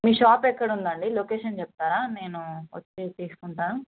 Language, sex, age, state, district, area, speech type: Telugu, female, 30-45, Telangana, Vikarabad, urban, conversation